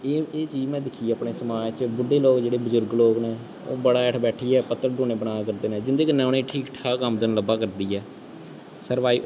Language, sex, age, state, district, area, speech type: Dogri, male, 18-30, Jammu and Kashmir, Kathua, rural, spontaneous